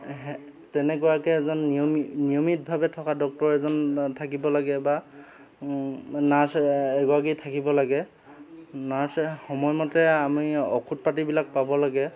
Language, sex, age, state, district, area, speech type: Assamese, male, 30-45, Assam, Dhemaji, urban, spontaneous